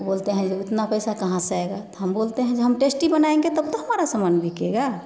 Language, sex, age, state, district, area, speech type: Hindi, female, 30-45, Bihar, Samastipur, rural, spontaneous